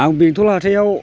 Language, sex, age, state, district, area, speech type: Bodo, male, 45-60, Assam, Chirang, rural, spontaneous